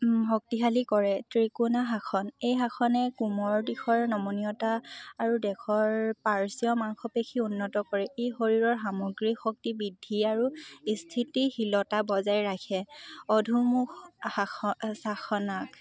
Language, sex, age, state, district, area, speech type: Assamese, female, 18-30, Assam, Lakhimpur, urban, spontaneous